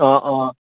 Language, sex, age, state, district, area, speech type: Assamese, male, 18-30, Assam, Lakhimpur, urban, conversation